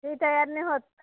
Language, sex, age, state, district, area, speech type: Marathi, female, 18-30, Maharashtra, Amravati, urban, conversation